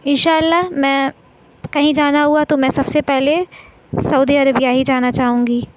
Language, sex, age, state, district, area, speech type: Urdu, female, 18-30, Uttar Pradesh, Mau, urban, spontaneous